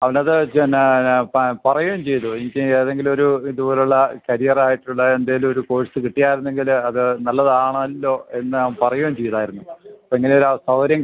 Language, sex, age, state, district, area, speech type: Malayalam, male, 60+, Kerala, Idukki, rural, conversation